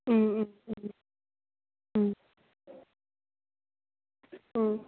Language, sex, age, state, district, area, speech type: Manipuri, female, 18-30, Manipur, Kangpokpi, rural, conversation